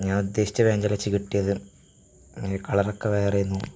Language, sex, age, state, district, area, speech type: Malayalam, male, 30-45, Kerala, Malappuram, rural, spontaneous